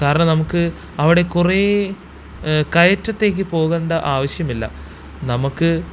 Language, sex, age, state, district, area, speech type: Malayalam, male, 18-30, Kerala, Thrissur, urban, spontaneous